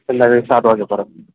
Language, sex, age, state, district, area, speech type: Marathi, male, 30-45, Maharashtra, Osmanabad, rural, conversation